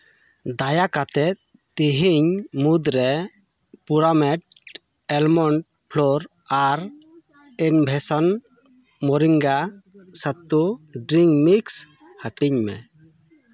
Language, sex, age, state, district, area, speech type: Santali, male, 30-45, West Bengal, Bankura, rural, read